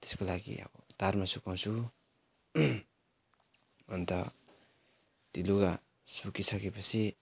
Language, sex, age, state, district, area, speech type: Nepali, male, 18-30, West Bengal, Jalpaiguri, urban, spontaneous